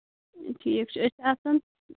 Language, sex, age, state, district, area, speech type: Kashmiri, female, 18-30, Jammu and Kashmir, Kulgam, rural, conversation